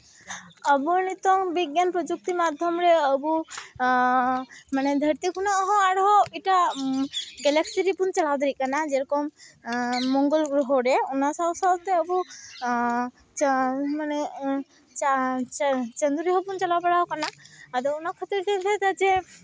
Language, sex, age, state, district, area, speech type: Santali, female, 18-30, West Bengal, Malda, rural, spontaneous